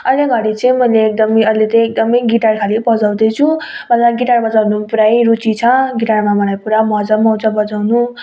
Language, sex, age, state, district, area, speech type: Nepali, female, 30-45, West Bengal, Darjeeling, rural, spontaneous